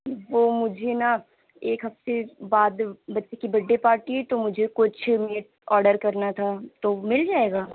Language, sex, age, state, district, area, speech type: Urdu, female, 30-45, Uttar Pradesh, Lucknow, rural, conversation